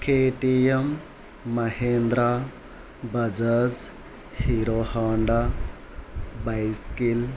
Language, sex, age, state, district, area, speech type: Telugu, male, 30-45, Andhra Pradesh, Kurnool, rural, spontaneous